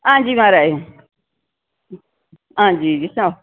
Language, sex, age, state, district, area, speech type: Dogri, female, 60+, Jammu and Kashmir, Reasi, urban, conversation